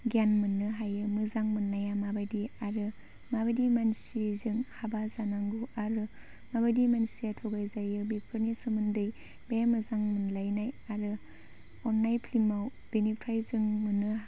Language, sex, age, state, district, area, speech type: Bodo, female, 18-30, Assam, Chirang, rural, spontaneous